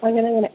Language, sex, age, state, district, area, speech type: Malayalam, female, 30-45, Kerala, Idukki, rural, conversation